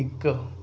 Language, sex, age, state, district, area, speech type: Punjabi, male, 30-45, Punjab, Mohali, urban, read